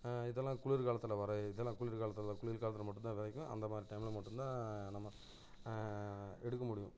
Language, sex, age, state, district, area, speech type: Tamil, male, 30-45, Tamil Nadu, Namakkal, rural, spontaneous